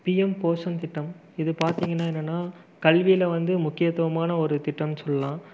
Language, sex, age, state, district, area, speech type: Tamil, male, 30-45, Tamil Nadu, Erode, rural, spontaneous